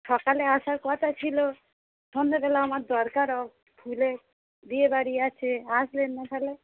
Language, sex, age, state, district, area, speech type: Bengali, female, 45-60, West Bengal, Hooghly, rural, conversation